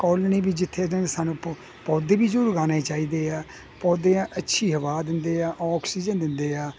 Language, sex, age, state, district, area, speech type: Punjabi, male, 60+, Punjab, Hoshiarpur, rural, spontaneous